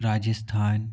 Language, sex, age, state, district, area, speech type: Hindi, male, 45-60, Madhya Pradesh, Bhopal, urban, spontaneous